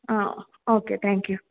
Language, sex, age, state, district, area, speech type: Kannada, female, 18-30, Karnataka, Hassan, urban, conversation